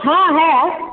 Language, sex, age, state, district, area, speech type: Hindi, female, 60+, Bihar, Begusarai, rural, conversation